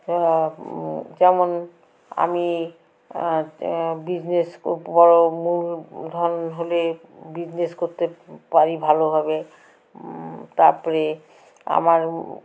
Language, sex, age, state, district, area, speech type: Bengali, female, 60+, West Bengal, Alipurduar, rural, spontaneous